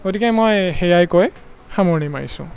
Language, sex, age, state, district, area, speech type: Assamese, male, 18-30, Assam, Golaghat, urban, spontaneous